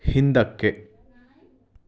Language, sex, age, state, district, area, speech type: Kannada, male, 18-30, Karnataka, Chitradurga, rural, read